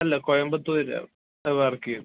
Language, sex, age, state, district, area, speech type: Malayalam, male, 45-60, Kerala, Palakkad, urban, conversation